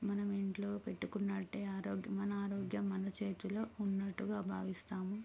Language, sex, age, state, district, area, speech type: Telugu, female, 30-45, Andhra Pradesh, Visakhapatnam, urban, spontaneous